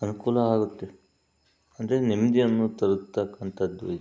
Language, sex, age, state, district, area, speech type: Kannada, male, 45-60, Karnataka, Bangalore Rural, urban, spontaneous